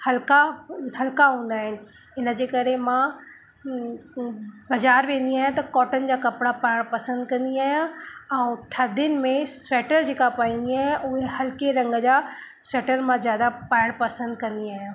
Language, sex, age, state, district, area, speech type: Sindhi, female, 30-45, Madhya Pradesh, Katni, urban, spontaneous